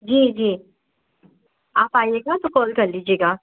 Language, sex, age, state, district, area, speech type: Hindi, female, 18-30, Madhya Pradesh, Chhindwara, urban, conversation